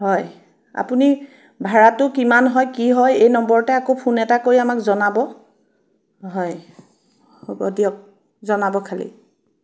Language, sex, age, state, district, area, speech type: Assamese, female, 30-45, Assam, Biswanath, rural, spontaneous